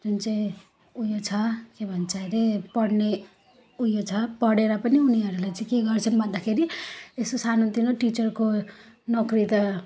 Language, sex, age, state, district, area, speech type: Nepali, female, 30-45, West Bengal, Jalpaiguri, rural, spontaneous